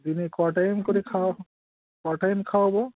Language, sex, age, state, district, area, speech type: Bengali, male, 45-60, West Bengal, Cooch Behar, urban, conversation